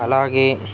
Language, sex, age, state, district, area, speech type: Telugu, male, 18-30, Andhra Pradesh, Nellore, rural, spontaneous